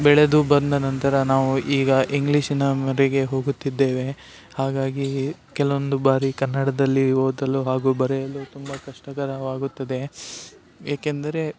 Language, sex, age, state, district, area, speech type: Kannada, male, 18-30, Karnataka, Dakshina Kannada, rural, spontaneous